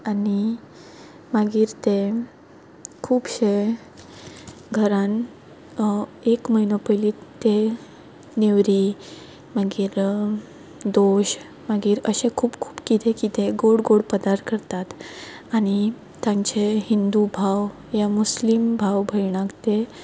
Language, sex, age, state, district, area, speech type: Goan Konkani, female, 18-30, Goa, Quepem, rural, spontaneous